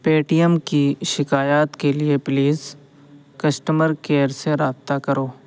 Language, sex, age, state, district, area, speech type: Urdu, male, 18-30, Uttar Pradesh, Saharanpur, urban, read